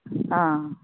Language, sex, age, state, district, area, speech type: Goan Konkani, female, 45-60, Goa, Murmgao, rural, conversation